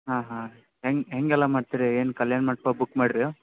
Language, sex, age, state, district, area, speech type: Kannada, male, 18-30, Karnataka, Gadag, rural, conversation